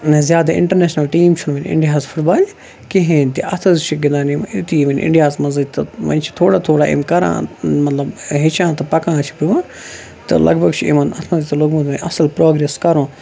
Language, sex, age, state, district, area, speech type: Kashmiri, male, 18-30, Jammu and Kashmir, Kupwara, rural, spontaneous